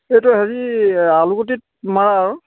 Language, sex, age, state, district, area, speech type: Assamese, male, 45-60, Assam, Sivasagar, rural, conversation